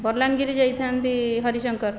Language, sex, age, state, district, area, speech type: Odia, female, 45-60, Odisha, Khordha, rural, spontaneous